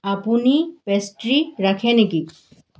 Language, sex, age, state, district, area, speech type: Assamese, female, 30-45, Assam, Golaghat, rural, read